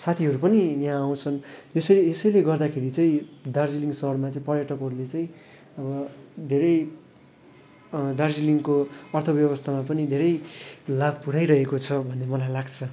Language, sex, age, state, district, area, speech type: Nepali, male, 18-30, West Bengal, Darjeeling, rural, spontaneous